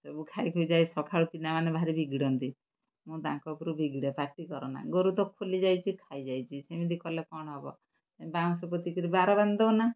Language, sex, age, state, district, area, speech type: Odia, female, 60+, Odisha, Kendrapara, urban, spontaneous